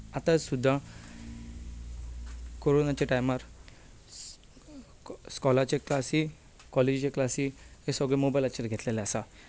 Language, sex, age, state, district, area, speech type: Goan Konkani, male, 18-30, Goa, Bardez, urban, spontaneous